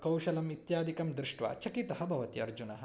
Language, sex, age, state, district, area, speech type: Sanskrit, male, 18-30, Karnataka, Uttara Kannada, rural, spontaneous